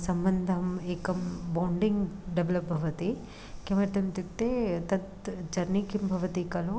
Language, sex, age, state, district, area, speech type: Sanskrit, female, 18-30, Karnataka, Dharwad, urban, spontaneous